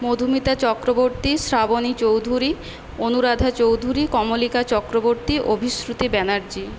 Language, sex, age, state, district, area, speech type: Bengali, female, 18-30, West Bengal, Paschim Medinipur, rural, spontaneous